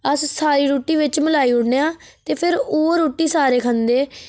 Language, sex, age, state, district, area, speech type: Dogri, female, 30-45, Jammu and Kashmir, Reasi, rural, spontaneous